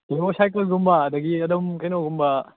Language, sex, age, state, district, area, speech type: Manipuri, male, 18-30, Manipur, Kakching, rural, conversation